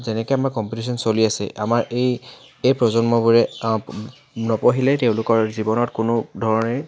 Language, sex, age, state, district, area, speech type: Assamese, male, 18-30, Assam, Charaideo, urban, spontaneous